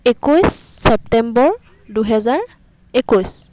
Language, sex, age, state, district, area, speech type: Assamese, female, 30-45, Assam, Dibrugarh, rural, spontaneous